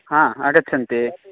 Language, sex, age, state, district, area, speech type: Sanskrit, male, 18-30, Karnataka, Chikkamagaluru, rural, conversation